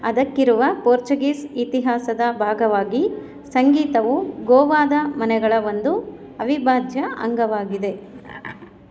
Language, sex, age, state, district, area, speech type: Kannada, female, 30-45, Karnataka, Chikkaballapur, rural, read